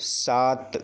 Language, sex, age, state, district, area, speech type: Hindi, male, 30-45, Madhya Pradesh, Bhopal, urban, read